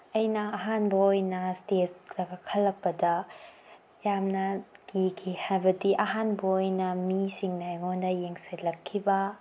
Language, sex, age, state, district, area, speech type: Manipuri, female, 18-30, Manipur, Tengnoupal, urban, spontaneous